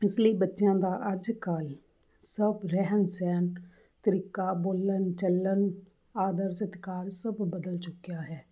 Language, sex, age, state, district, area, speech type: Punjabi, female, 30-45, Punjab, Fazilka, rural, spontaneous